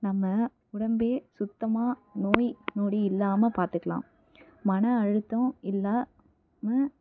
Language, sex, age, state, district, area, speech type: Tamil, female, 18-30, Tamil Nadu, Tiruvannamalai, rural, spontaneous